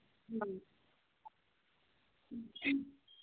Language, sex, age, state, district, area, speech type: Manipuri, female, 30-45, Manipur, Imphal East, rural, conversation